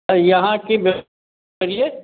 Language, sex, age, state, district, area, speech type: Hindi, male, 60+, Uttar Pradesh, Sitapur, rural, conversation